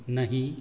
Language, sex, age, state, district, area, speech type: Hindi, male, 45-60, Bihar, Begusarai, rural, read